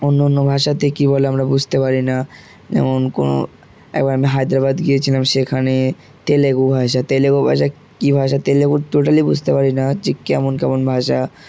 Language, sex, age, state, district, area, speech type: Bengali, male, 18-30, West Bengal, Dakshin Dinajpur, urban, spontaneous